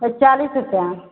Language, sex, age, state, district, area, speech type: Hindi, female, 45-60, Uttar Pradesh, Mau, urban, conversation